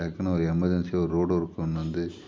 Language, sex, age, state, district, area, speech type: Tamil, male, 30-45, Tamil Nadu, Tiruchirappalli, rural, spontaneous